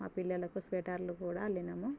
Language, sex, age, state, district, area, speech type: Telugu, female, 30-45, Telangana, Jangaon, rural, spontaneous